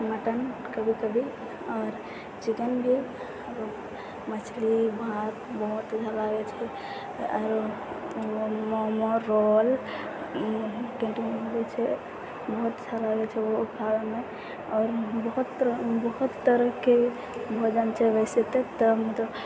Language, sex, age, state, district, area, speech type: Maithili, female, 18-30, Bihar, Purnia, rural, spontaneous